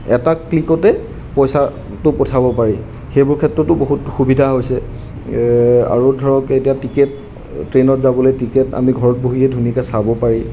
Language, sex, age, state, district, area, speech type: Assamese, male, 30-45, Assam, Golaghat, urban, spontaneous